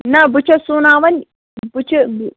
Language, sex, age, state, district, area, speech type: Kashmiri, female, 45-60, Jammu and Kashmir, Anantnag, rural, conversation